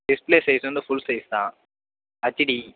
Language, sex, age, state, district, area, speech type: Tamil, male, 30-45, Tamil Nadu, Mayiladuthurai, urban, conversation